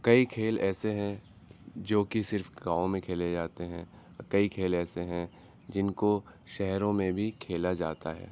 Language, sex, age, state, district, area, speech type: Urdu, male, 30-45, Uttar Pradesh, Aligarh, urban, spontaneous